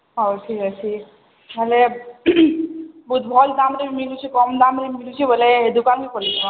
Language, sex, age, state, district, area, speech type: Odia, female, 30-45, Odisha, Balangir, urban, conversation